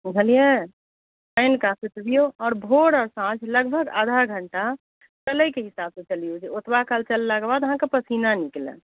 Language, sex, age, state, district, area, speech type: Maithili, other, 60+, Bihar, Madhubani, urban, conversation